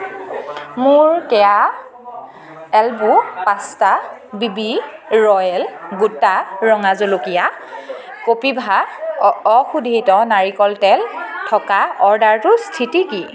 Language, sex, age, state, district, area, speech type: Assamese, female, 18-30, Assam, Sivasagar, rural, read